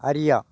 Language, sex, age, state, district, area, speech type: Tamil, male, 60+, Tamil Nadu, Tiruvannamalai, rural, read